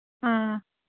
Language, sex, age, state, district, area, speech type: Manipuri, female, 18-30, Manipur, Kangpokpi, urban, conversation